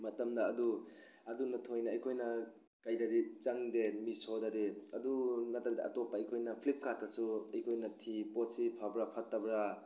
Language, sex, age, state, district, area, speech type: Manipuri, male, 30-45, Manipur, Tengnoupal, urban, spontaneous